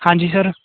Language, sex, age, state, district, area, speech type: Punjabi, male, 18-30, Punjab, Kapurthala, urban, conversation